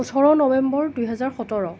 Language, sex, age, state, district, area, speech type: Assamese, male, 30-45, Assam, Nalbari, rural, spontaneous